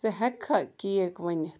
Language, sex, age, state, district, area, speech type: Kashmiri, female, 30-45, Jammu and Kashmir, Ganderbal, rural, read